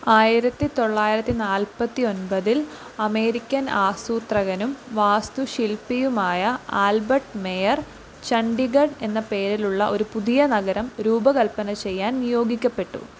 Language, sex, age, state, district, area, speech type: Malayalam, female, 18-30, Kerala, Pathanamthitta, rural, read